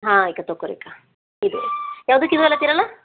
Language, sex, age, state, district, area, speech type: Kannada, female, 18-30, Karnataka, Bidar, urban, conversation